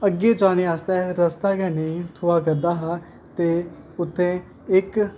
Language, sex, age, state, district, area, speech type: Dogri, male, 18-30, Jammu and Kashmir, Kathua, rural, spontaneous